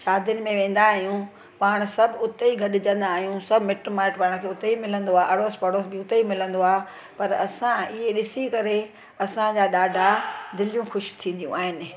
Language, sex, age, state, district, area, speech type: Sindhi, female, 45-60, Gujarat, Surat, urban, spontaneous